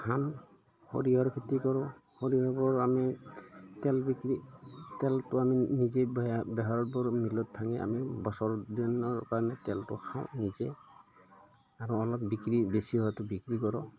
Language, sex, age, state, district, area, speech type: Assamese, male, 60+, Assam, Udalguri, rural, spontaneous